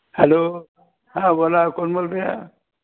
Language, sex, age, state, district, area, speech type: Marathi, male, 60+, Maharashtra, Nanded, rural, conversation